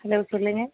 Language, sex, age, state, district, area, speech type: Tamil, female, 18-30, Tamil Nadu, Tiruvarur, rural, conversation